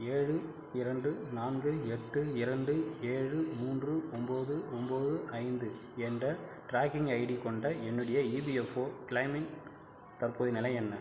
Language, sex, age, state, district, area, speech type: Tamil, male, 45-60, Tamil Nadu, Cuddalore, rural, read